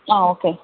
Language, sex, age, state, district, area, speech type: Malayalam, female, 30-45, Kerala, Idukki, rural, conversation